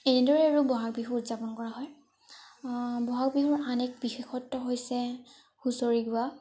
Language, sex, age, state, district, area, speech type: Assamese, female, 18-30, Assam, Tinsukia, urban, spontaneous